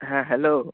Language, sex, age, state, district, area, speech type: Bengali, male, 18-30, West Bengal, Dakshin Dinajpur, urban, conversation